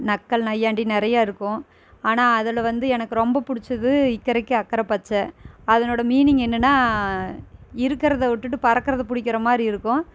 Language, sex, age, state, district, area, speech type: Tamil, female, 30-45, Tamil Nadu, Erode, rural, spontaneous